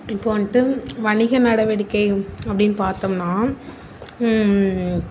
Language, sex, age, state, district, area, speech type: Tamil, female, 30-45, Tamil Nadu, Mayiladuthurai, urban, spontaneous